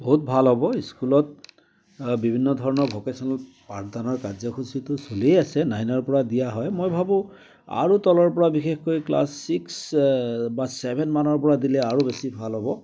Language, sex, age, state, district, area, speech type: Assamese, male, 60+, Assam, Biswanath, rural, spontaneous